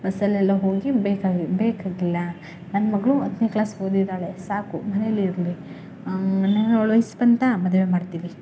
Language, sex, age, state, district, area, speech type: Kannada, female, 18-30, Karnataka, Chamarajanagar, rural, spontaneous